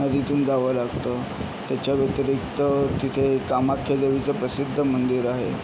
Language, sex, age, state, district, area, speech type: Marathi, male, 18-30, Maharashtra, Yavatmal, rural, spontaneous